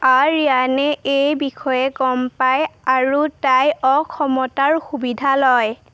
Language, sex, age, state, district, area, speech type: Assamese, female, 18-30, Assam, Golaghat, urban, read